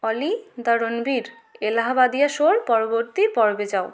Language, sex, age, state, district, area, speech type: Bengali, female, 30-45, West Bengal, Jalpaiguri, rural, read